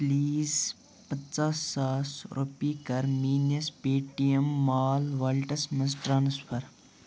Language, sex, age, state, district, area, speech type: Kashmiri, male, 30-45, Jammu and Kashmir, Kupwara, rural, read